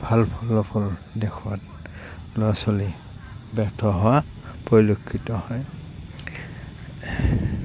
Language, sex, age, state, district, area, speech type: Assamese, male, 45-60, Assam, Goalpara, urban, spontaneous